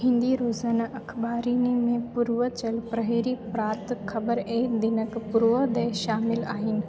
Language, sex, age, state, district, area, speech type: Sindhi, female, 18-30, Gujarat, Junagadh, urban, read